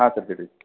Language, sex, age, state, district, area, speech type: Kannada, male, 30-45, Karnataka, Belgaum, rural, conversation